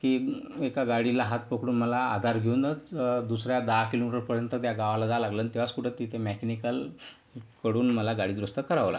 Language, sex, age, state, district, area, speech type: Marathi, male, 45-60, Maharashtra, Yavatmal, urban, spontaneous